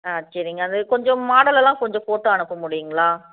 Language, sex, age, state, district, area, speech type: Tamil, female, 30-45, Tamil Nadu, Coimbatore, rural, conversation